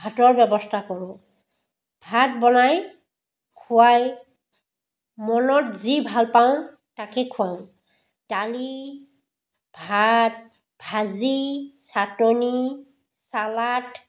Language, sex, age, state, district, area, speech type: Assamese, female, 45-60, Assam, Biswanath, rural, spontaneous